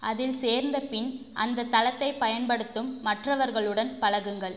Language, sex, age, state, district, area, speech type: Tamil, female, 18-30, Tamil Nadu, Tiruchirappalli, rural, read